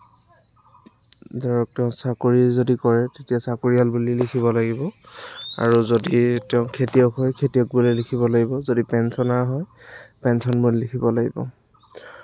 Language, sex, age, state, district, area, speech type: Assamese, male, 18-30, Assam, Lakhimpur, rural, spontaneous